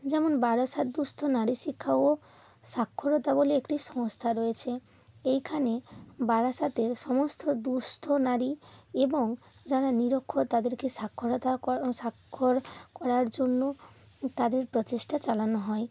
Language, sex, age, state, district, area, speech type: Bengali, female, 30-45, West Bengal, North 24 Parganas, rural, spontaneous